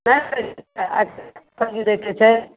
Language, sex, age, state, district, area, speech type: Maithili, female, 45-60, Bihar, Madhepura, rural, conversation